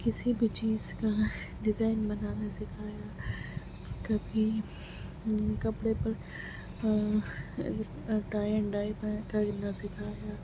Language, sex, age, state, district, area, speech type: Urdu, female, 18-30, Delhi, Central Delhi, urban, spontaneous